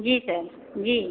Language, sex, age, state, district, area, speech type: Hindi, female, 45-60, Uttar Pradesh, Azamgarh, rural, conversation